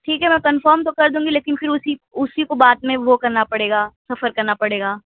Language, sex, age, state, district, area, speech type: Urdu, female, 18-30, Uttar Pradesh, Mau, urban, conversation